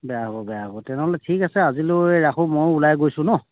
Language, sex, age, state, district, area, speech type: Assamese, male, 30-45, Assam, Sivasagar, rural, conversation